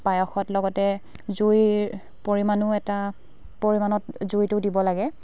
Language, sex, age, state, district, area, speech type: Assamese, female, 18-30, Assam, Dibrugarh, rural, spontaneous